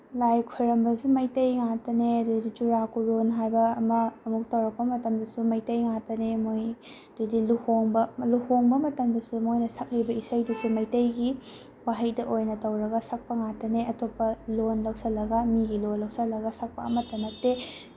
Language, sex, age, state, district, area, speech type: Manipuri, female, 18-30, Manipur, Bishnupur, rural, spontaneous